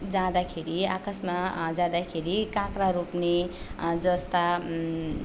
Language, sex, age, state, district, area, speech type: Nepali, female, 18-30, West Bengal, Darjeeling, rural, spontaneous